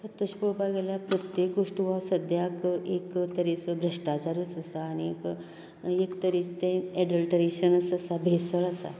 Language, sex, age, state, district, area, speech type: Goan Konkani, female, 60+, Goa, Canacona, rural, spontaneous